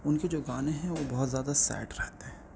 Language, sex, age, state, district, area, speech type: Urdu, male, 18-30, Delhi, North East Delhi, urban, spontaneous